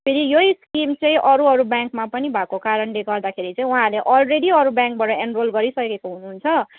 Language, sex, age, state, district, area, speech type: Nepali, female, 30-45, West Bengal, Kalimpong, rural, conversation